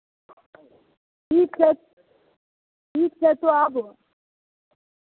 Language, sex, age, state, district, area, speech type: Maithili, female, 30-45, Bihar, Begusarai, urban, conversation